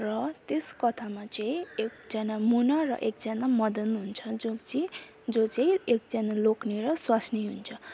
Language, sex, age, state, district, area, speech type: Nepali, female, 18-30, West Bengal, Alipurduar, rural, spontaneous